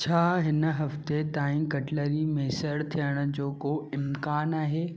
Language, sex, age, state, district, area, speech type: Sindhi, male, 18-30, Maharashtra, Thane, urban, read